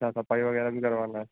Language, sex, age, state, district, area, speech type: Hindi, male, 30-45, Madhya Pradesh, Harda, urban, conversation